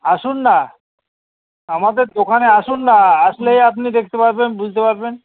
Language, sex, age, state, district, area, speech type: Bengali, male, 60+, West Bengal, South 24 Parganas, rural, conversation